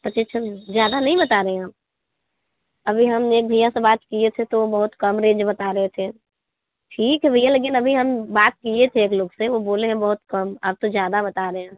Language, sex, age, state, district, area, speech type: Hindi, female, 18-30, Uttar Pradesh, Mirzapur, rural, conversation